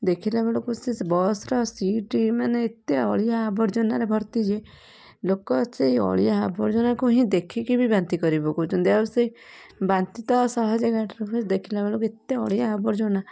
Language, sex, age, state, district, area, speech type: Odia, female, 30-45, Odisha, Kendujhar, urban, spontaneous